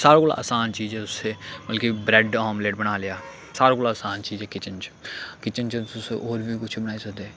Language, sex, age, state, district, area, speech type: Dogri, male, 18-30, Jammu and Kashmir, Samba, urban, spontaneous